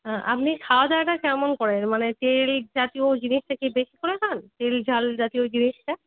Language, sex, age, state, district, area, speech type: Bengali, female, 30-45, West Bengal, Darjeeling, rural, conversation